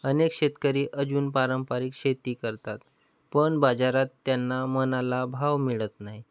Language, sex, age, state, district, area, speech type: Marathi, male, 18-30, Maharashtra, Nagpur, rural, spontaneous